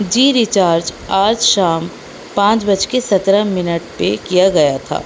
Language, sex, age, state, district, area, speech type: Urdu, female, 18-30, Delhi, North East Delhi, urban, spontaneous